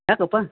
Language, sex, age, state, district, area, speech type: Kannada, male, 45-60, Karnataka, Belgaum, rural, conversation